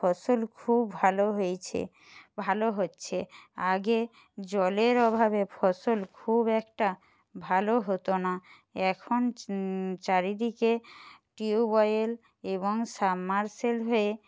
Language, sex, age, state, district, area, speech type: Bengali, female, 60+, West Bengal, Jhargram, rural, spontaneous